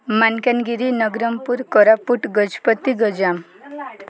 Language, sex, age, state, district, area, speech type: Odia, female, 30-45, Odisha, Koraput, urban, spontaneous